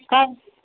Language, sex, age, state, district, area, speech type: Bodo, female, 30-45, Assam, Chirang, urban, conversation